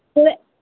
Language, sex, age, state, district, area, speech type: Urdu, female, 30-45, Delhi, East Delhi, urban, conversation